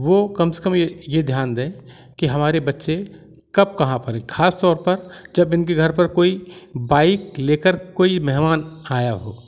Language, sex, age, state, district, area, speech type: Hindi, male, 45-60, Madhya Pradesh, Jabalpur, urban, spontaneous